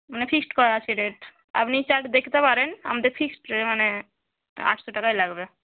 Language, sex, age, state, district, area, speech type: Bengali, female, 18-30, West Bengal, Nadia, rural, conversation